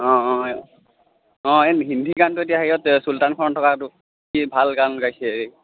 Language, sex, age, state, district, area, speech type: Assamese, male, 18-30, Assam, Sivasagar, rural, conversation